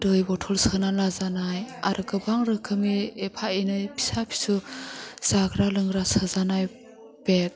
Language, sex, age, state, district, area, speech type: Bodo, female, 30-45, Assam, Chirang, rural, spontaneous